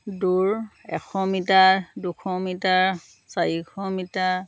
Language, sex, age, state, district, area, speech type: Assamese, female, 30-45, Assam, Dhemaji, rural, spontaneous